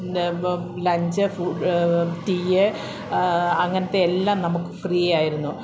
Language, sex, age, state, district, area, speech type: Malayalam, female, 45-60, Kerala, Kottayam, urban, spontaneous